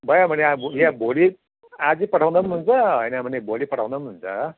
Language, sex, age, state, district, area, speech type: Nepali, male, 45-60, West Bengal, Jalpaiguri, urban, conversation